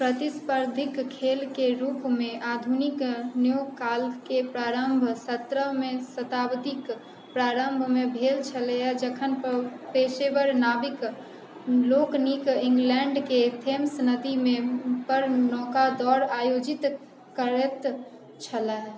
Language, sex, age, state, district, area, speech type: Maithili, female, 30-45, Bihar, Sitamarhi, rural, read